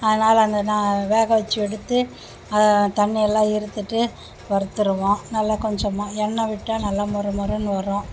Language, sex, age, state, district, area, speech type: Tamil, female, 60+, Tamil Nadu, Mayiladuthurai, rural, spontaneous